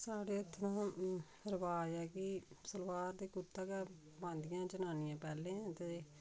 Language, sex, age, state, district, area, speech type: Dogri, female, 45-60, Jammu and Kashmir, Reasi, rural, spontaneous